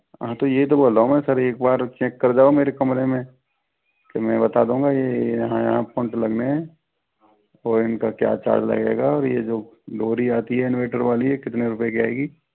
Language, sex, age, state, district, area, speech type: Hindi, male, 45-60, Rajasthan, Karauli, rural, conversation